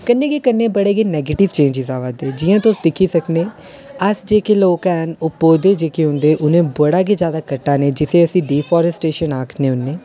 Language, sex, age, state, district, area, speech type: Dogri, male, 18-30, Jammu and Kashmir, Udhampur, urban, spontaneous